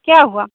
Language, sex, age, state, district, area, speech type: Hindi, female, 45-60, Bihar, Begusarai, rural, conversation